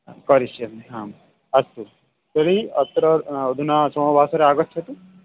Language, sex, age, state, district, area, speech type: Sanskrit, male, 18-30, West Bengal, Paschim Medinipur, urban, conversation